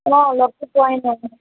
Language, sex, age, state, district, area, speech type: Assamese, female, 45-60, Assam, Nagaon, rural, conversation